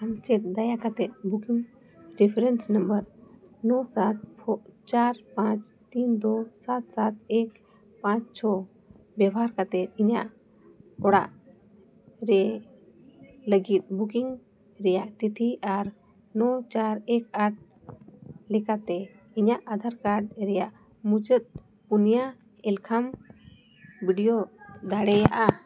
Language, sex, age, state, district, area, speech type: Santali, female, 45-60, Jharkhand, Bokaro, rural, read